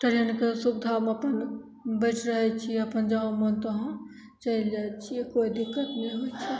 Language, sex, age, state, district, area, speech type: Maithili, female, 18-30, Bihar, Begusarai, rural, spontaneous